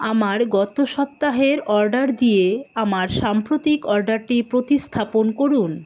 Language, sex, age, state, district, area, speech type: Bengali, female, 30-45, West Bengal, Alipurduar, rural, read